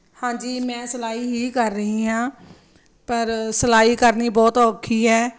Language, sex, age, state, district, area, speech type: Punjabi, female, 45-60, Punjab, Ludhiana, urban, spontaneous